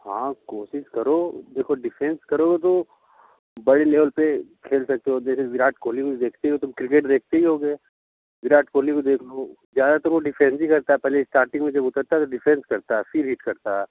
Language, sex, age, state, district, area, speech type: Hindi, male, 60+, Uttar Pradesh, Sonbhadra, rural, conversation